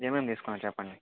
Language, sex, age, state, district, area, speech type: Telugu, male, 18-30, Andhra Pradesh, Annamaya, rural, conversation